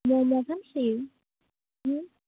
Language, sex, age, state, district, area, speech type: Bodo, male, 18-30, Assam, Udalguri, rural, conversation